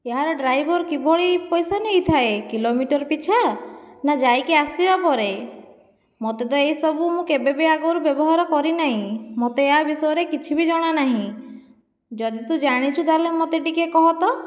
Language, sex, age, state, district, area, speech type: Odia, female, 30-45, Odisha, Jajpur, rural, spontaneous